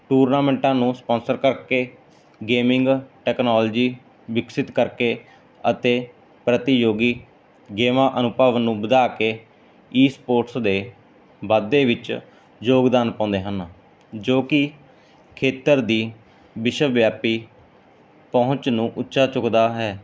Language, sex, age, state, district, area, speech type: Punjabi, male, 30-45, Punjab, Mansa, rural, spontaneous